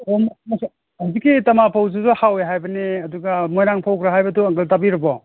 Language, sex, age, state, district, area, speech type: Manipuri, male, 45-60, Manipur, Imphal East, rural, conversation